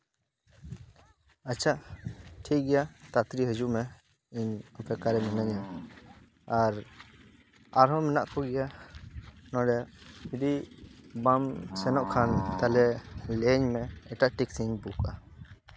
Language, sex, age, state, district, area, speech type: Santali, male, 18-30, West Bengal, Purba Bardhaman, rural, spontaneous